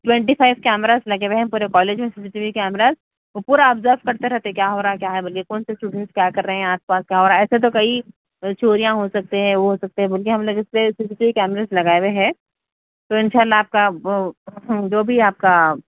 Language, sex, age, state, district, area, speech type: Urdu, female, 30-45, Telangana, Hyderabad, urban, conversation